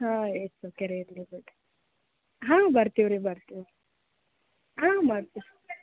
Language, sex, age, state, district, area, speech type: Kannada, female, 18-30, Karnataka, Gulbarga, urban, conversation